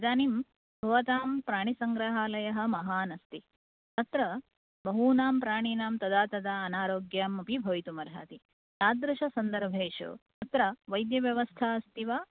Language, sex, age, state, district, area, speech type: Sanskrit, female, 30-45, Karnataka, Udupi, urban, conversation